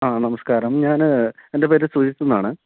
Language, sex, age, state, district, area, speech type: Malayalam, male, 30-45, Kerala, Kannur, rural, conversation